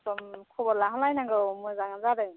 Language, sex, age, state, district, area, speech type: Bodo, female, 30-45, Assam, Kokrajhar, rural, conversation